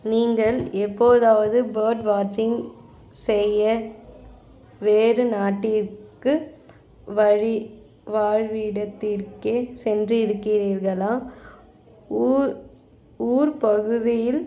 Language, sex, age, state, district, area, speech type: Tamil, female, 18-30, Tamil Nadu, Ranipet, urban, spontaneous